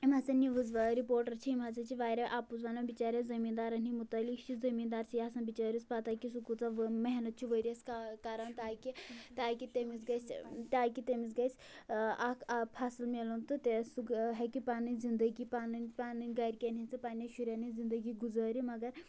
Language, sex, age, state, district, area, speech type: Kashmiri, female, 18-30, Jammu and Kashmir, Kulgam, rural, spontaneous